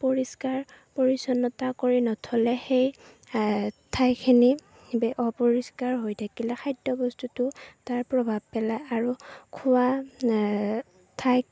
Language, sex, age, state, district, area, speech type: Assamese, female, 18-30, Assam, Chirang, rural, spontaneous